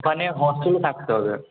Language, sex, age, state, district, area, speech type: Bengali, male, 45-60, West Bengal, Purba Bardhaman, urban, conversation